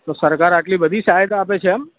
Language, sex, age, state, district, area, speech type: Gujarati, male, 18-30, Gujarat, Ahmedabad, urban, conversation